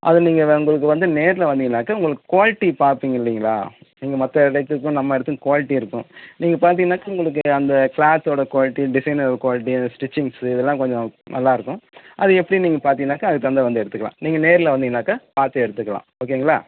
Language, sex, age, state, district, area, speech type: Tamil, male, 60+, Tamil Nadu, Tenkasi, urban, conversation